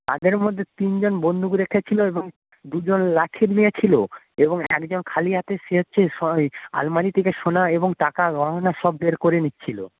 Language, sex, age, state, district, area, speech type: Bengali, male, 30-45, West Bengal, Paschim Medinipur, rural, conversation